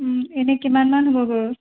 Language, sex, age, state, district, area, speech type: Assamese, female, 30-45, Assam, Sivasagar, rural, conversation